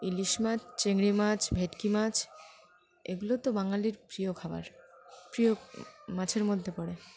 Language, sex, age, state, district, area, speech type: Bengali, female, 18-30, West Bengal, Birbhum, urban, spontaneous